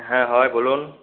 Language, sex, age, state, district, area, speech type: Bengali, male, 18-30, West Bengal, Purba Medinipur, rural, conversation